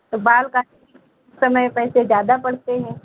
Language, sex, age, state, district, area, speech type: Hindi, female, 45-60, Uttar Pradesh, Lucknow, rural, conversation